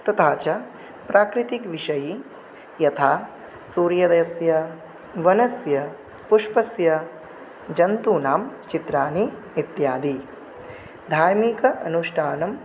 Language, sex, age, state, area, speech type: Sanskrit, male, 18-30, Tripura, rural, spontaneous